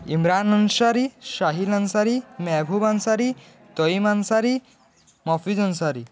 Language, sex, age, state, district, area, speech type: Bengali, male, 30-45, West Bengal, Purulia, urban, spontaneous